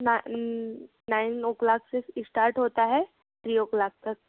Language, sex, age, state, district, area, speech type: Hindi, female, 18-30, Uttar Pradesh, Sonbhadra, rural, conversation